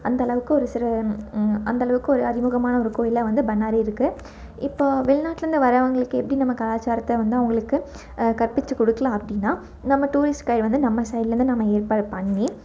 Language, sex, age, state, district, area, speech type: Tamil, female, 18-30, Tamil Nadu, Erode, urban, spontaneous